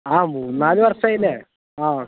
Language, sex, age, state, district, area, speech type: Malayalam, male, 18-30, Kerala, Palakkad, rural, conversation